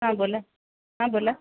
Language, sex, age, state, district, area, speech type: Marathi, female, 45-60, Maharashtra, Nanded, rural, conversation